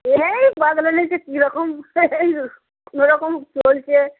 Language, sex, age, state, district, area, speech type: Bengali, female, 60+, West Bengal, Cooch Behar, rural, conversation